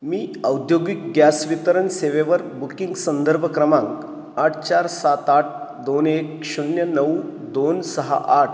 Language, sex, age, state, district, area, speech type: Marathi, male, 45-60, Maharashtra, Ahmednagar, urban, read